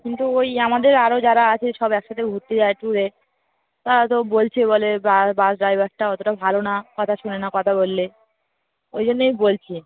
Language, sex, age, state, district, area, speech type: Bengali, female, 30-45, West Bengal, Darjeeling, urban, conversation